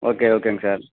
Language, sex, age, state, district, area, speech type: Tamil, male, 18-30, Tamil Nadu, Namakkal, rural, conversation